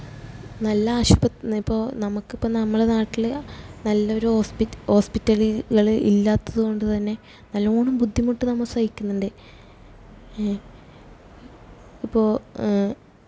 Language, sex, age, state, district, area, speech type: Malayalam, female, 18-30, Kerala, Kasaragod, urban, spontaneous